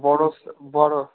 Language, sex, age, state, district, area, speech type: Bengali, male, 18-30, West Bengal, Birbhum, urban, conversation